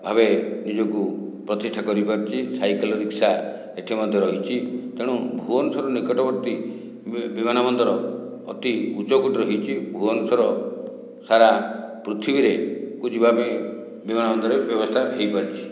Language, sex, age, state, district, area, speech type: Odia, male, 60+, Odisha, Khordha, rural, spontaneous